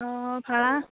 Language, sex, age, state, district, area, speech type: Assamese, female, 60+, Assam, Darrang, rural, conversation